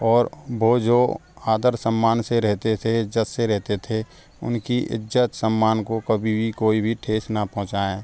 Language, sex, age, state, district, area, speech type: Hindi, male, 18-30, Rajasthan, Karauli, rural, spontaneous